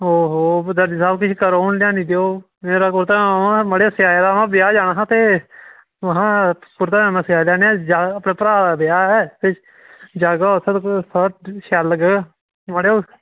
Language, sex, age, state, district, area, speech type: Dogri, male, 18-30, Jammu and Kashmir, Kathua, rural, conversation